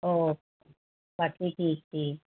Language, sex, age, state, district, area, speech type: Marathi, female, 45-60, Maharashtra, Mumbai Suburban, urban, conversation